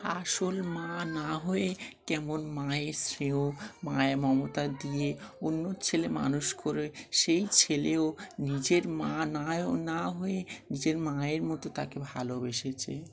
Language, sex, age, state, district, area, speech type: Bengali, male, 18-30, West Bengal, Dakshin Dinajpur, urban, spontaneous